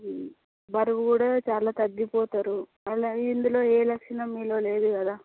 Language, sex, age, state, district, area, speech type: Telugu, female, 30-45, Andhra Pradesh, Visakhapatnam, urban, conversation